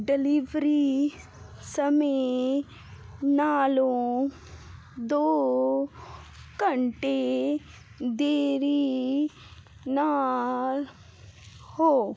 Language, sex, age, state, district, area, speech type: Punjabi, female, 18-30, Punjab, Fazilka, rural, read